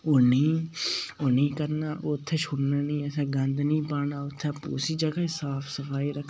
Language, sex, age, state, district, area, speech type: Dogri, male, 18-30, Jammu and Kashmir, Udhampur, rural, spontaneous